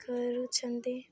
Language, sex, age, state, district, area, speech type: Odia, female, 18-30, Odisha, Nabarangpur, urban, spontaneous